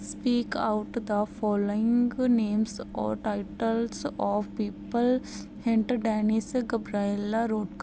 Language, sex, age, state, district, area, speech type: Punjabi, female, 18-30, Punjab, Barnala, rural, spontaneous